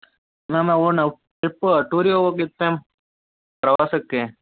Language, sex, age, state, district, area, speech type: Kannada, male, 18-30, Karnataka, Davanagere, rural, conversation